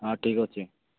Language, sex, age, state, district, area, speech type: Odia, male, 18-30, Odisha, Malkangiri, urban, conversation